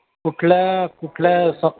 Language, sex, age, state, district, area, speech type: Marathi, male, 60+, Maharashtra, Sindhudurg, rural, conversation